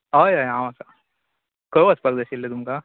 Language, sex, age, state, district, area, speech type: Goan Konkani, male, 18-30, Goa, Bardez, urban, conversation